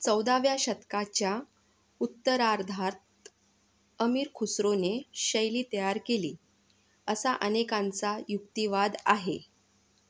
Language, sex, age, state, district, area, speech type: Marathi, female, 45-60, Maharashtra, Yavatmal, urban, read